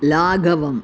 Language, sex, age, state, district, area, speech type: Sanskrit, female, 60+, Tamil Nadu, Chennai, urban, spontaneous